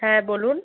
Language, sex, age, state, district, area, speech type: Bengali, female, 18-30, West Bengal, Birbhum, urban, conversation